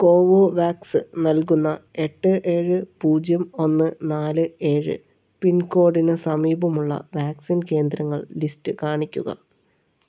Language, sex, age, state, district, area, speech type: Malayalam, male, 30-45, Kerala, Palakkad, rural, read